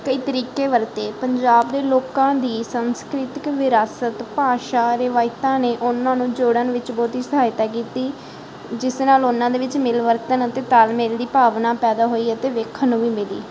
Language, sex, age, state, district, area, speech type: Punjabi, female, 30-45, Punjab, Barnala, rural, spontaneous